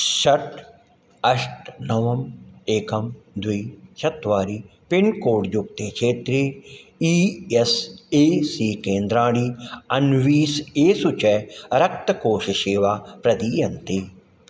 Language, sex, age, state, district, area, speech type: Sanskrit, male, 60+, Uttar Pradesh, Ayodhya, urban, read